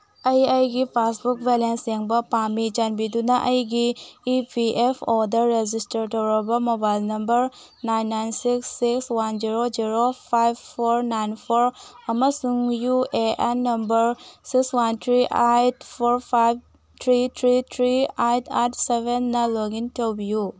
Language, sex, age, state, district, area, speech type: Manipuri, female, 18-30, Manipur, Tengnoupal, rural, read